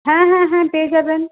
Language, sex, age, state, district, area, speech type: Bengali, female, 45-60, West Bengal, Malda, rural, conversation